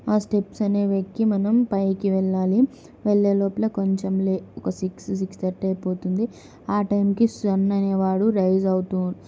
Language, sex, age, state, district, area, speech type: Telugu, female, 18-30, Andhra Pradesh, Kadapa, urban, spontaneous